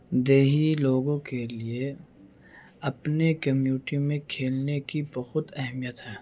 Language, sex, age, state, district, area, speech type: Urdu, male, 18-30, Bihar, Gaya, urban, spontaneous